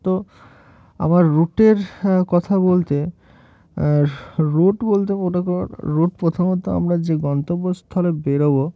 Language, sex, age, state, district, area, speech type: Bengali, male, 18-30, West Bengal, Murshidabad, urban, spontaneous